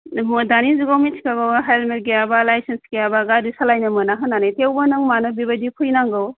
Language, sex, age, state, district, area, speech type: Bodo, female, 30-45, Assam, Kokrajhar, rural, conversation